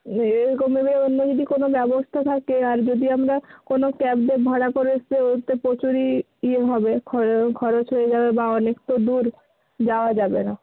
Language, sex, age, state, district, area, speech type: Bengali, female, 30-45, West Bengal, Bankura, urban, conversation